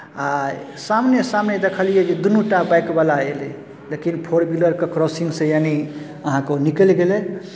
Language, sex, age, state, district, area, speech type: Maithili, male, 30-45, Bihar, Darbhanga, urban, spontaneous